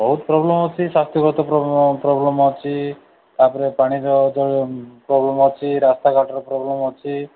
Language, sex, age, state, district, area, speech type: Odia, male, 45-60, Odisha, Koraput, urban, conversation